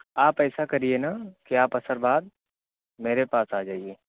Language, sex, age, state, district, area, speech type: Urdu, male, 18-30, Uttar Pradesh, Siddharthnagar, rural, conversation